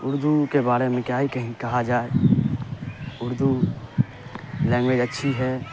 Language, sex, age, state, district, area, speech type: Urdu, male, 18-30, Bihar, Saharsa, urban, spontaneous